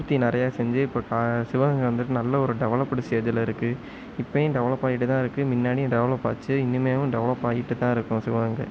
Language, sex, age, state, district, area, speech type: Tamil, male, 18-30, Tamil Nadu, Sivaganga, rural, spontaneous